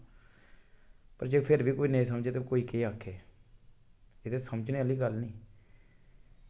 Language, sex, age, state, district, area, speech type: Dogri, male, 30-45, Jammu and Kashmir, Samba, rural, spontaneous